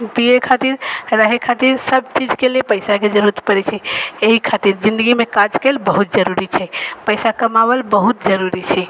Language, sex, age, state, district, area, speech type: Maithili, female, 45-60, Bihar, Sitamarhi, rural, spontaneous